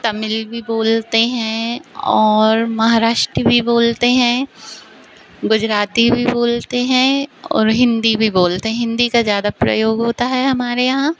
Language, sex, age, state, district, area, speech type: Hindi, female, 18-30, Madhya Pradesh, Narsinghpur, urban, spontaneous